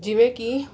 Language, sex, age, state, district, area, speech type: Punjabi, female, 30-45, Punjab, Jalandhar, urban, spontaneous